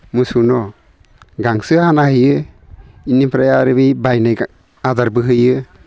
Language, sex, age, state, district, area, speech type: Bodo, male, 60+, Assam, Baksa, urban, spontaneous